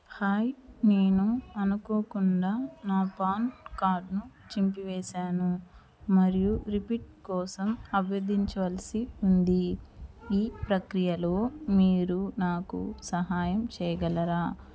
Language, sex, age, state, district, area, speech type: Telugu, female, 30-45, Andhra Pradesh, Nellore, urban, read